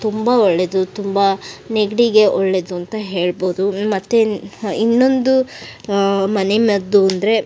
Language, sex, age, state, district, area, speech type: Kannada, female, 18-30, Karnataka, Tumkur, rural, spontaneous